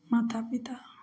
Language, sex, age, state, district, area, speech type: Maithili, female, 30-45, Bihar, Samastipur, rural, spontaneous